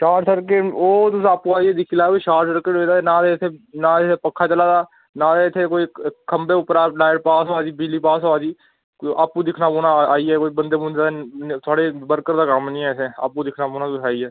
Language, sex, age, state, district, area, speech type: Dogri, male, 18-30, Jammu and Kashmir, Udhampur, rural, conversation